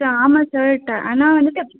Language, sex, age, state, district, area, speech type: Tamil, female, 30-45, Tamil Nadu, Nilgiris, urban, conversation